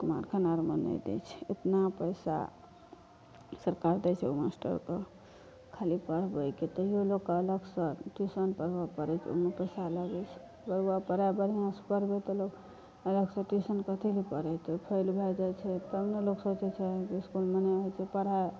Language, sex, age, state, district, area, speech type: Maithili, female, 45-60, Bihar, Madhepura, rural, spontaneous